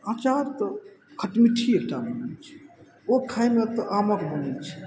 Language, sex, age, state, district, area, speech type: Maithili, male, 45-60, Bihar, Madhubani, rural, spontaneous